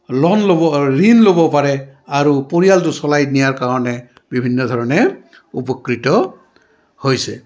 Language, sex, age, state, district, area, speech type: Assamese, male, 60+, Assam, Goalpara, urban, spontaneous